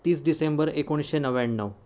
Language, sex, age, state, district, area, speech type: Marathi, male, 30-45, Maharashtra, Sindhudurg, rural, spontaneous